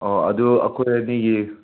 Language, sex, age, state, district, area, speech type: Manipuri, male, 18-30, Manipur, Senapati, rural, conversation